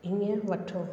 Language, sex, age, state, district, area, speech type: Sindhi, female, 45-60, Uttar Pradesh, Lucknow, rural, read